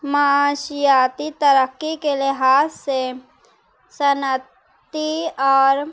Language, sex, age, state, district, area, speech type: Urdu, female, 18-30, Maharashtra, Nashik, urban, spontaneous